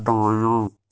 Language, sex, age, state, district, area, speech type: Urdu, male, 30-45, Uttar Pradesh, Lucknow, rural, read